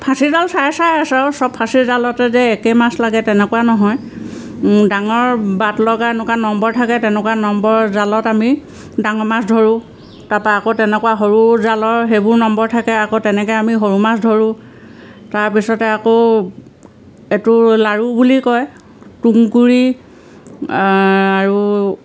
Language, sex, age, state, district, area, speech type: Assamese, female, 45-60, Assam, Sivasagar, rural, spontaneous